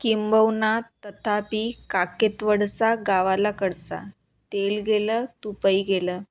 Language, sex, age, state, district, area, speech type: Marathi, female, 30-45, Maharashtra, Nagpur, urban, spontaneous